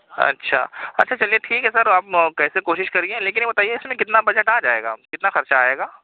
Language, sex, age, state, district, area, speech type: Urdu, male, 60+, Uttar Pradesh, Lucknow, urban, conversation